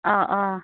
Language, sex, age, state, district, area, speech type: Assamese, female, 30-45, Assam, Goalpara, rural, conversation